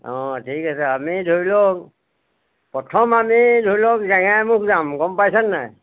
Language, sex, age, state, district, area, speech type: Assamese, male, 60+, Assam, Majuli, urban, conversation